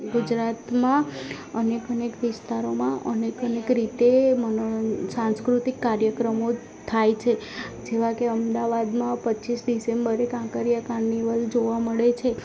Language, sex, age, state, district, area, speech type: Gujarati, female, 18-30, Gujarat, Ahmedabad, urban, spontaneous